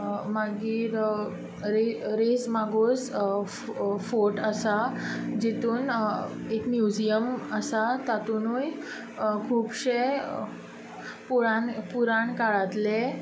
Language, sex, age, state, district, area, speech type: Goan Konkani, female, 30-45, Goa, Tiswadi, rural, spontaneous